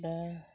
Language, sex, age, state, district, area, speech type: Bodo, female, 45-60, Assam, Chirang, rural, spontaneous